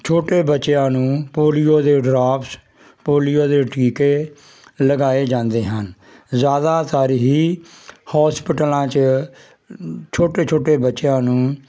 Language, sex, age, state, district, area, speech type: Punjabi, male, 60+, Punjab, Jalandhar, rural, spontaneous